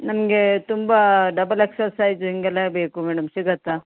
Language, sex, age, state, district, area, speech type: Kannada, female, 30-45, Karnataka, Uttara Kannada, rural, conversation